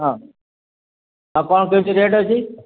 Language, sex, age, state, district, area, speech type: Odia, male, 60+, Odisha, Gajapati, rural, conversation